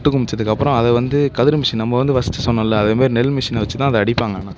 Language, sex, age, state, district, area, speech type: Tamil, male, 18-30, Tamil Nadu, Mayiladuthurai, urban, spontaneous